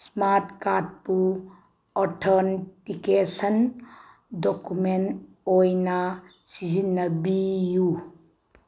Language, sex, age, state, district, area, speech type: Manipuri, female, 45-60, Manipur, Bishnupur, rural, read